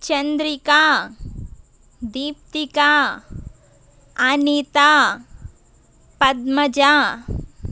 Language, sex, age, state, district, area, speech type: Telugu, female, 45-60, Andhra Pradesh, East Godavari, urban, spontaneous